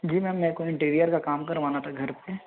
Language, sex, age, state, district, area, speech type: Hindi, male, 60+, Madhya Pradesh, Bhopal, urban, conversation